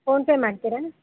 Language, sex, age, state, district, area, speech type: Kannada, female, 18-30, Karnataka, Gadag, rural, conversation